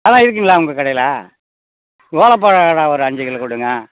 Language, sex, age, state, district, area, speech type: Tamil, male, 60+, Tamil Nadu, Ariyalur, rural, conversation